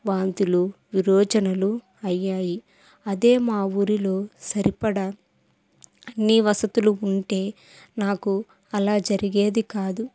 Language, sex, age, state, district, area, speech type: Telugu, female, 18-30, Andhra Pradesh, Kadapa, rural, spontaneous